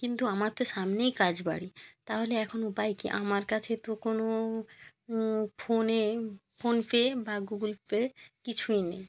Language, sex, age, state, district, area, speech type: Bengali, female, 18-30, West Bengal, Jalpaiguri, rural, spontaneous